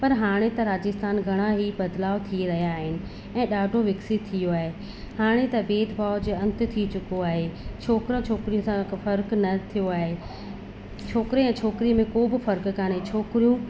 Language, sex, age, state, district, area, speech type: Sindhi, female, 30-45, Rajasthan, Ajmer, urban, spontaneous